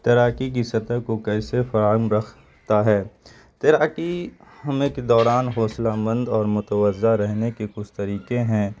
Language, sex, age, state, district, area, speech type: Urdu, male, 18-30, Bihar, Saharsa, urban, spontaneous